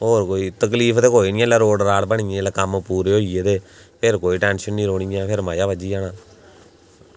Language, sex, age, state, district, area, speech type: Dogri, male, 18-30, Jammu and Kashmir, Samba, rural, spontaneous